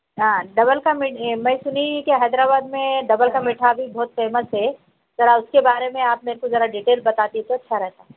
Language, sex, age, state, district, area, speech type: Urdu, female, 45-60, Telangana, Hyderabad, urban, conversation